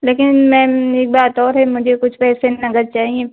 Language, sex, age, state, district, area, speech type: Hindi, female, 45-60, Uttar Pradesh, Ayodhya, rural, conversation